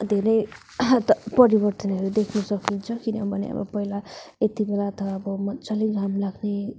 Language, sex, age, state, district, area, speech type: Nepali, female, 18-30, West Bengal, Darjeeling, rural, spontaneous